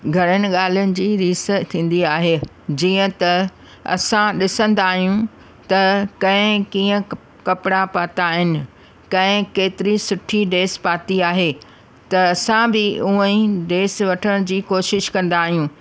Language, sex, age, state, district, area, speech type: Sindhi, female, 45-60, Maharashtra, Thane, urban, spontaneous